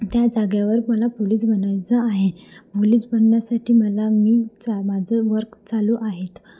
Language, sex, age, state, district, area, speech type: Marathi, female, 18-30, Maharashtra, Wardha, urban, spontaneous